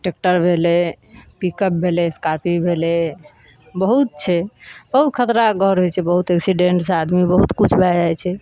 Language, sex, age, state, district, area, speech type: Maithili, female, 45-60, Bihar, Madhepura, rural, spontaneous